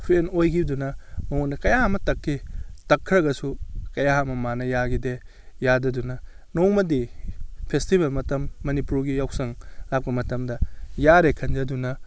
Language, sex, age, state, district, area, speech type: Manipuri, male, 30-45, Manipur, Kakching, rural, spontaneous